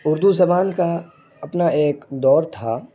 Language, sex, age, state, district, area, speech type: Urdu, male, 18-30, Bihar, Saharsa, urban, spontaneous